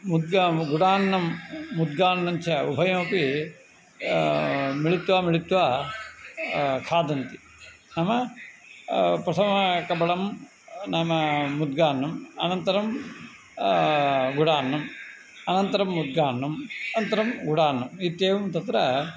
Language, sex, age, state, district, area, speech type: Sanskrit, male, 45-60, Tamil Nadu, Tiruvannamalai, urban, spontaneous